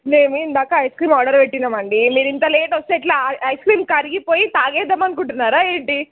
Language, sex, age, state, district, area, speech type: Telugu, female, 18-30, Telangana, Nirmal, rural, conversation